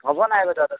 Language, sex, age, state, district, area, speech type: Assamese, male, 18-30, Assam, Sivasagar, rural, conversation